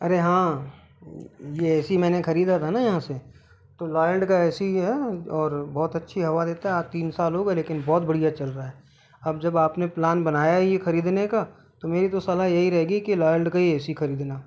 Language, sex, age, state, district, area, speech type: Hindi, male, 45-60, Madhya Pradesh, Balaghat, rural, spontaneous